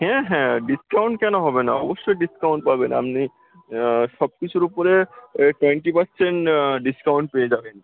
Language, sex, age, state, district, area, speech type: Bengali, female, 45-60, West Bengal, Birbhum, urban, conversation